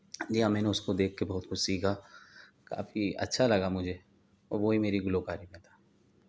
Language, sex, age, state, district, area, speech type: Urdu, male, 30-45, Delhi, Central Delhi, urban, spontaneous